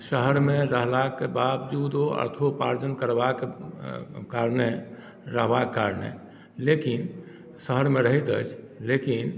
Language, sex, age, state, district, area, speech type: Maithili, male, 60+, Bihar, Madhubani, rural, spontaneous